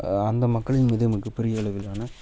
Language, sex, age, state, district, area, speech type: Tamil, male, 18-30, Tamil Nadu, Dharmapuri, rural, spontaneous